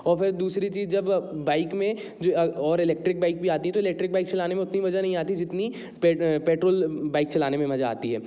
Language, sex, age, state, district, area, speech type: Hindi, male, 30-45, Madhya Pradesh, Jabalpur, urban, spontaneous